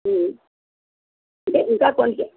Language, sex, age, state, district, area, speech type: Telugu, female, 60+, Andhra Pradesh, West Godavari, rural, conversation